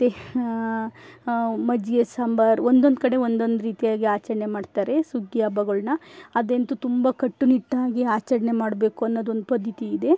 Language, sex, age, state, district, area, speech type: Kannada, female, 45-60, Karnataka, Chikkamagaluru, rural, spontaneous